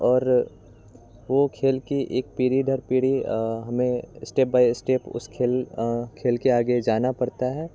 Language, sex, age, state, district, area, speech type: Hindi, male, 18-30, Bihar, Muzaffarpur, urban, spontaneous